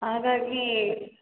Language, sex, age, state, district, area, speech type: Kannada, female, 18-30, Karnataka, Hassan, rural, conversation